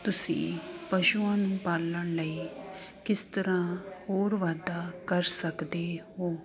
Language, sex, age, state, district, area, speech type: Punjabi, female, 30-45, Punjab, Ludhiana, urban, spontaneous